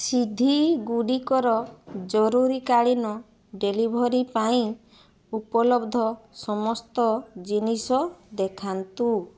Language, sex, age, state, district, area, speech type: Odia, female, 30-45, Odisha, Mayurbhanj, rural, read